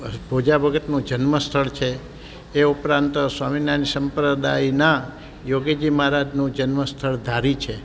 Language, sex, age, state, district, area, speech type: Gujarati, male, 60+, Gujarat, Amreli, rural, spontaneous